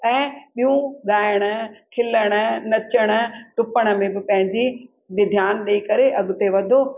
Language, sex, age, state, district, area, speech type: Sindhi, female, 60+, Rajasthan, Ajmer, urban, spontaneous